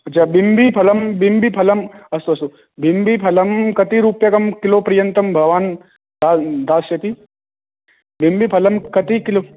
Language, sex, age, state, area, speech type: Sanskrit, male, 18-30, Rajasthan, urban, conversation